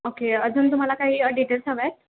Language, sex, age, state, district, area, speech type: Marathi, female, 18-30, Maharashtra, Washim, rural, conversation